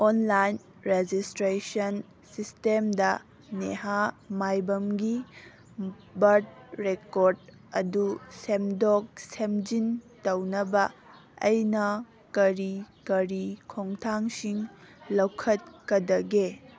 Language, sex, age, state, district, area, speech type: Manipuri, female, 18-30, Manipur, Kangpokpi, urban, read